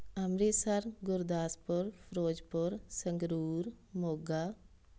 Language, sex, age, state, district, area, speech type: Punjabi, female, 18-30, Punjab, Tarn Taran, rural, spontaneous